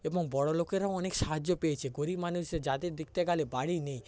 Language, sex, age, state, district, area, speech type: Bengali, male, 60+, West Bengal, Paschim Medinipur, rural, spontaneous